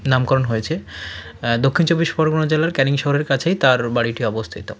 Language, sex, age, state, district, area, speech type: Bengali, male, 30-45, West Bengal, South 24 Parganas, rural, spontaneous